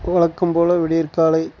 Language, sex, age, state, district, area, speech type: Tamil, male, 45-60, Tamil Nadu, Dharmapuri, rural, spontaneous